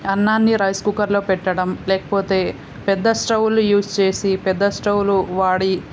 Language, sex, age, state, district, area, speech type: Telugu, female, 18-30, Andhra Pradesh, Nandyal, rural, spontaneous